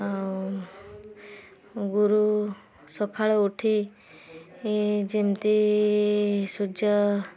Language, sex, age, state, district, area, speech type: Odia, female, 18-30, Odisha, Balasore, rural, spontaneous